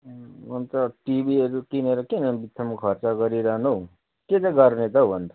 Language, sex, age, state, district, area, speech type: Nepali, male, 45-60, West Bengal, Kalimpong, rural, conversation